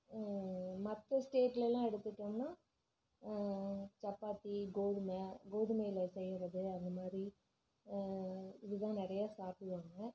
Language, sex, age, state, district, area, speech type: Tamil, female, 30-45, Tamil Nadu, Namakkal, rural, spontaneous